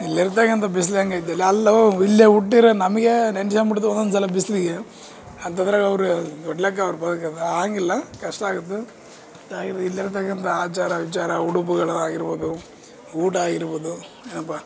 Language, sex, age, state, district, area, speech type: Kannada, male, 18-30, Karnataka, Bellary, rural, spontaneous